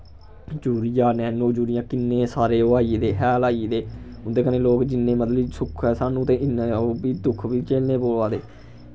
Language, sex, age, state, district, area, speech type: Dogri, male, 18-30, Jammu and Kashmir, Samba, rural, spontaneous